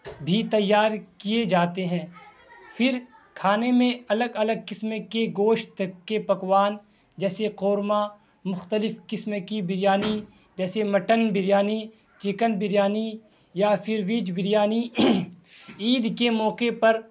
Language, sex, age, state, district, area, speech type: Urdu, male, 18-30, Bihar, Purnia, rural, spontaneous